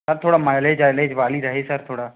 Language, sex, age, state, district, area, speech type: Hindi, male, 18-30, Madhya Pradesh, Jabalpur, urban, conversation